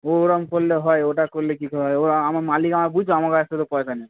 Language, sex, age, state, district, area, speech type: Bengali, male, 30-45, West Bengal, Darjeeling, rural, conversation